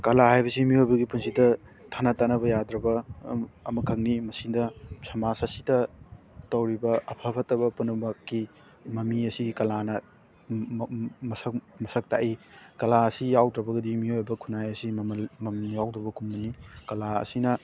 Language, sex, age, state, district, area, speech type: Manipuri, male, 18-30, Manipur, Thoubal, rural, spontaneous